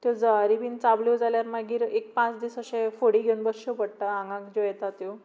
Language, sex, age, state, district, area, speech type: Goan Konkani, female, 18-30, Goa, Tiswadi, rural, spontaneous